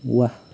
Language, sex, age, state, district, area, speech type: Nepali, male, 18-30, West Bengal, Kalimpong, rural, read